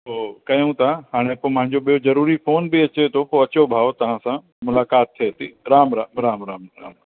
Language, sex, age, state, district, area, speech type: Sindhi, male, 45-60, Uttar Pradesh, Lucknow, rural, conversation